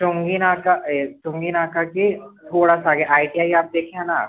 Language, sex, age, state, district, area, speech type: Hindi, male, 18-30, Madhya Pradesh, Jabalpur, urban, conversation